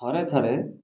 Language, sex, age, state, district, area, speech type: Odia, male, 45-60, Odisha, Kendrapara, urban, spontaneous